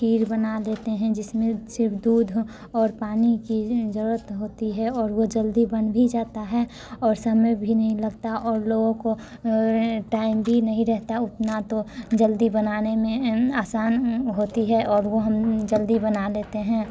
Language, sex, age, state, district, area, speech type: Hindi, female, 18-30, Bihar, Muzaffarpur, rural, spontaneous